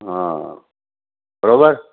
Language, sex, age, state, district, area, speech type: Sindhi, male, 60+, Gujarat, Surat, urban, conversation